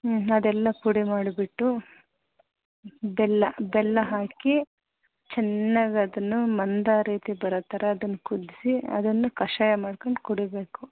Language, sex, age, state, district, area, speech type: Kannada, female, 30-45, Karnataka, Chitradurga, rural, conversation